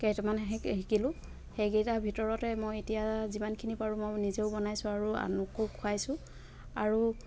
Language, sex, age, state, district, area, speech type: Assamese, female, 30-45, Assam, Dhemaji, rural, spontaneous